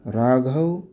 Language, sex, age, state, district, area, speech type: Marathi, male, 45-60, Maharashtra, Osmanabad, rural, spontaneous